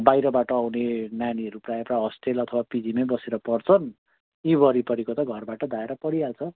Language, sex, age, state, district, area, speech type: Nepali, male, 60+, West Bengal, Kalimpong, rural, conversation